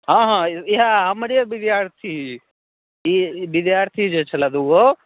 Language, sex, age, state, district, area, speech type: Maithili, male, 18-30, Bihar, Madhubani, rural, conversation